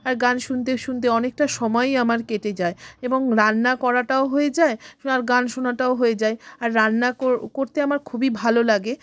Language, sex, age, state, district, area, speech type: Bengali, female, 45-60, West Bengal, South 24 Parganas, rural, spontaneous